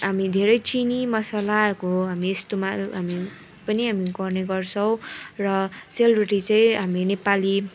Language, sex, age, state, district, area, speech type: Nepali, female, 18-30, West Bengal, Darjeeling, rural, spontaneous